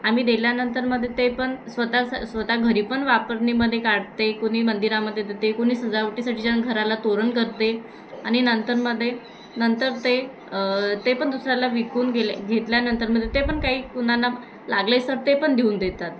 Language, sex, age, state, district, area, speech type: Marathi, female, 18-30, Maharashtra, Thane, urban, spontaneous